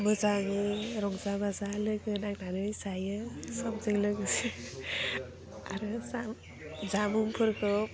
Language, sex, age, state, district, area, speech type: Bodo, female, 18-30, Assam, Udalguri, urban, spontaneous